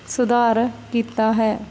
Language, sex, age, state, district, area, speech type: Punjabi, female, 30-45, Punjab, Shaheed Bhagat Singh Nagar, urban, spontaneous